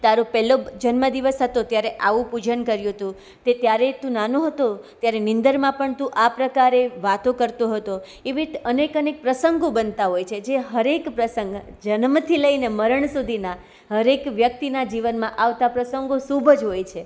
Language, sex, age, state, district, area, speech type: Gujarati, female, 30-45, Gujarat, Rajkot, urban, spontaneous